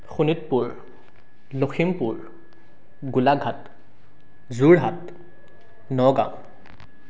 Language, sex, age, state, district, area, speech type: Assamese, male, 18-30, Assam, Sonitpur, rural, spontaneous